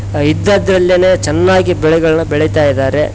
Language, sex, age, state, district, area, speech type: Kannada, male, 30-45, Karnataka, Koppal, rural, spontaneous